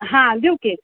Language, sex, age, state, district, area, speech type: Marathi, female, 45-60, Maharashtra, Osmanabad, rural, conversation